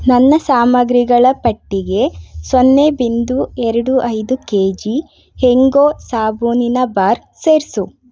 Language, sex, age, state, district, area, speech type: Kannada, female, 18-30, Karnataka, Davanagere, urban, read